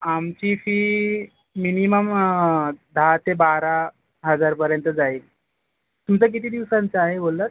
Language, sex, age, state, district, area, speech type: Marathi, male, 18-30, Maharashtra, Ratnagiri, urban, conversation